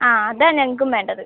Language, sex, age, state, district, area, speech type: Malayalam, female, 18-30, Kerala, Kottayam, rural, conversation